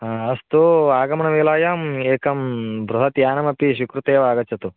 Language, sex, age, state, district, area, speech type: Sanskrit, male, 18-30, Karnataka, Bagalkot, rural, conversation